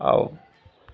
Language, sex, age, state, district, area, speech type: Odia, male, 30-45, Odisha, Jagatsinghpur, rural, spontaneous